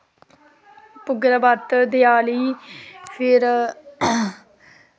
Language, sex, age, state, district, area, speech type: Dogri, female, 30-45, Jammu and Kashmir, Samba, rural, spontaneous